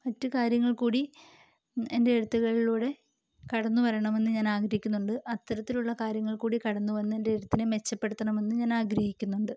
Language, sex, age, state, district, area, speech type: Malayalam, female, 18-30, Kerala, Kottayam, rural, spontaneous